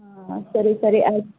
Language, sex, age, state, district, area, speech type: Kannada, female, 45-60, Karnataka, Shimoga, rural, conversation